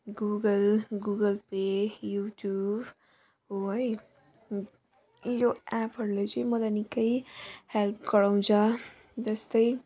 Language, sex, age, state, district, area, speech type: Nepali, female, 30-45, West Bengal, Jalpaiguri, urban, spontaneous